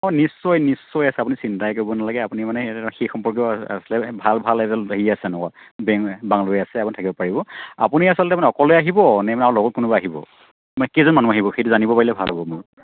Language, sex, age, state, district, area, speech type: Assamese, male, 30-45, Assam, Dibrugarh, rural, conversation